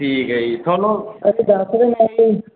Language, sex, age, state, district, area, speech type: Punjabi, male, 18-30, Punjab, Bathinda, rural, conversation